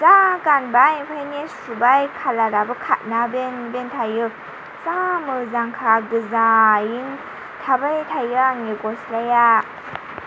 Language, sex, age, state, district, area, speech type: Bodo, female, 30-45, Assam, Chirang, rural, spontaneous